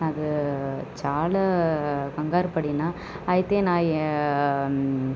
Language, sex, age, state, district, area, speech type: Telugu, female, 30-45, Andhra Pradesh, Annamaya, urban, spontaneous